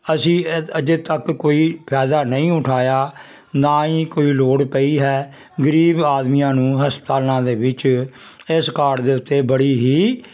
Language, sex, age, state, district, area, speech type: Punjabi, male, 60+, Punjab, Jalandhar, rural, spontaneous